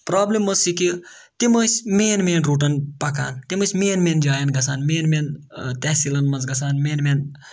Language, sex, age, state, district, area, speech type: Kashmiri, male, 30-45, Jammu and Kashmir, Ganderbal, rural, spontaneous